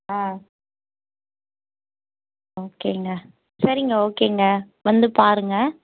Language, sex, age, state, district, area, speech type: Tamil, female, 18-30, Tamil Nadu, Tirupattur, urban, conversation